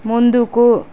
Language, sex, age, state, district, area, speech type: Telugu, female, 18-30, Andhra Pradesh, Visakhapatnam, urban, read